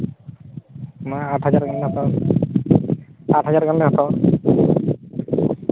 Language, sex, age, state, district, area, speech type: Santali, male, 30-45, Jharkhand, Seraikela Kharsawan, rural, conversation